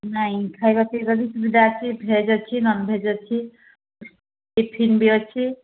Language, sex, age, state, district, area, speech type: Odia, female, 60+, Odisha, Angul, rural, conversation